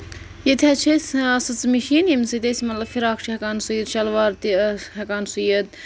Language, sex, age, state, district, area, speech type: Kashmiri, female, 30-45, Jammu and Kashmir, Pulwama, urban, spontaneous